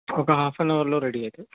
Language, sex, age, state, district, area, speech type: Telugu, male, 30-45, Andhra Pradesh, Krishna, urban, conversation